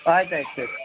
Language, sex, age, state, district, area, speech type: Kannada, male, 45-60, Karnataka, Udupi, rural, conversation